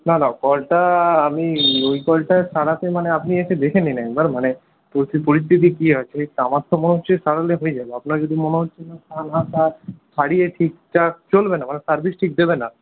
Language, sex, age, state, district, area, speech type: Bengali, male, 60+, West Bengal, Paschim Bardhaman, urban, conversation